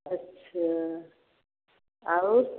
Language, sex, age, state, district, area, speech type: Hindi, female, 60+, Uttar Pradesh, Varanasi, rural, conversation